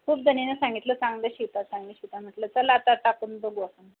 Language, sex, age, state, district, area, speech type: Marathi, female, 45-60, Maharashtra, Buldhana, rural, conversation